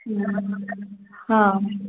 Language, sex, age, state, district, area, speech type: Kannada, female, 18-30, Karnataka, Hassan, urban, conversation